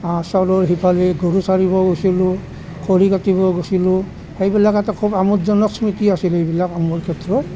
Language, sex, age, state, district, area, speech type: Assamese, male, 60+, Assam, Nalbari, rural, spontaneous